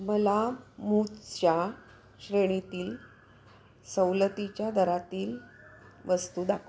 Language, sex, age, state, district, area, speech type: Marathi, female, 60+, Maharashtra, Pune, urban, read